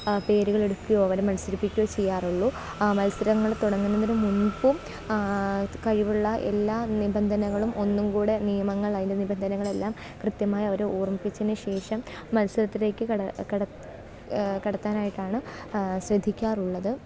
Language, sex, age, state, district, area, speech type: Malayalam, female, 18-30, Kerala, Alappuzha, rural, spontaneous